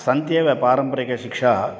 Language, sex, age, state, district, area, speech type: Sanskrit, male, 60+, Tamil Nadu, Tiruchirappalli, urban, spontaneous